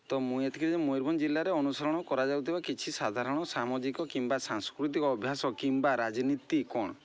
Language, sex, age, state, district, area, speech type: Odia, male, 30-45, Odisha, Mayurbhanj, rural, spontaneous